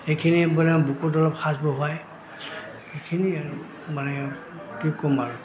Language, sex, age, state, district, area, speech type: Assamese, male, 60+, Assam, Goalpara, rural, spontaneous